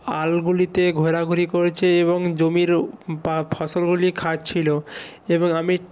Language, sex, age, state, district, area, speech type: Bengali, male, 45-60, West Bengal, Nadia, rural, spontaneous